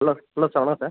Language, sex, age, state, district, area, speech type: Tamil, male, 18-30, Tamil Nadu, Nagapattinam, rural, conversation